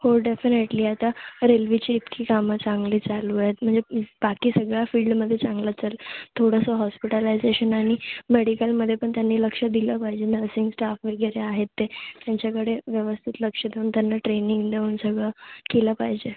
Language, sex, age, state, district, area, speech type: Marathi, female, 18-30, Maharashtra, Thane, urban, conversation